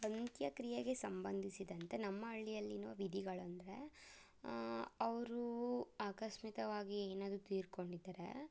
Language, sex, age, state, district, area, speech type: Kannada, female, 30-45, Karnataka, Tumkur, rural, spontaneous